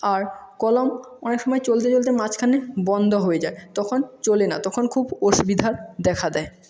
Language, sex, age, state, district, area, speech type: Bengali, male, 18-30, West Bengal, Jhargram, rural, spontaneous